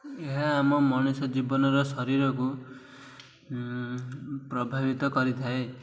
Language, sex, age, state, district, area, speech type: Odia, male, 18-30, Odisha, Ganjam, urban, spontaneous